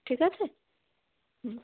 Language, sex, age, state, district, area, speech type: Bengali, female, 18-30, West Bengal, Kolkata, urban, conversation